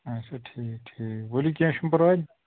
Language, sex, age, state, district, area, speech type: Kashmiri, male, 30-45, Jammu and Kashmir, Pulwama, rural, conversation